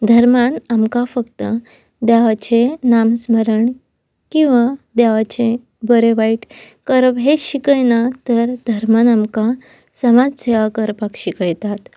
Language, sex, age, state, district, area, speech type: Goan Konkani, female, 18-30, Goa, Pernem, rural, spontaneous